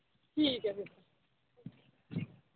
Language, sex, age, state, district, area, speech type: Dogri, female, 18-30, Jammu and Kashmir, Samba, urban, conversation